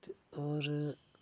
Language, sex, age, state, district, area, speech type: Dogri, male, 30-45, Jammu and Kashmir, Udhampur, rural, spontaneous